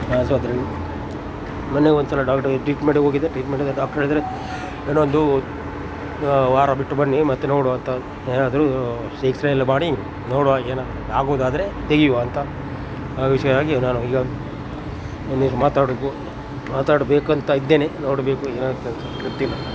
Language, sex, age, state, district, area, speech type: Kannada, male, 60+, Karnataka, Dakshina Kannada, rural, spontaneous